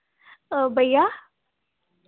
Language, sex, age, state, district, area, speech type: Dogri, female, 18-30, Jammu and Kashmir, Reasi, rural, conversation